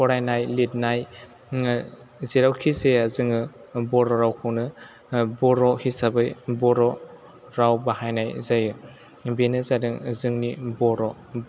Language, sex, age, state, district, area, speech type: Bodo, male, 18-30, Assam, Chirang, rural, spontaneous